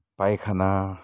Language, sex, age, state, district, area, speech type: Nepali, male, 45-60, West Bengal, Kalimpong, rural, spontaneous